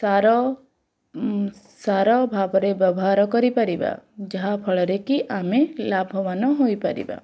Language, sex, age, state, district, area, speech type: Odia, female, 18-30, Odisha, Bhadrak, rural, spontaneous